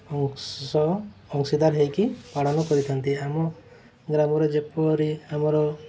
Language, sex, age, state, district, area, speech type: Odia, male, 30-45, Odisha, Mayurbhanj, rural, spontaneous